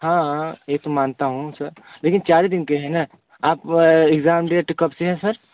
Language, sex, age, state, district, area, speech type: Hindi, male, 18-30, Uttar Pradesh, Varanasi, rural, conversation